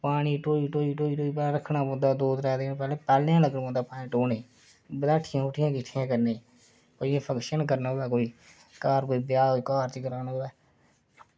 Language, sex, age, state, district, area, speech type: Dogri, male, 30-45, Jammu and Kashmir, Reasi, rural, spontaneous